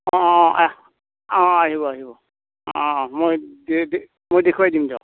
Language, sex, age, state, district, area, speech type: Assamese, male, 45-60, Assam, Barpeta, rural, conversation